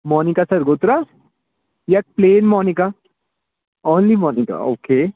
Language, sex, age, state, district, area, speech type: Punjabi, male, 18-30, Punjab, Ludhiana, rural, conversation